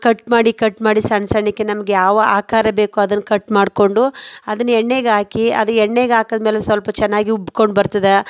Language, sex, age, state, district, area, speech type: Kannada, female, 30-45, Karnataka, Mandya, rural, spontaneous